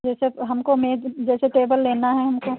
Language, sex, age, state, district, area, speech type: Hindi, female, 60+, Uttar Pradesh, Sitapur, rural, conversation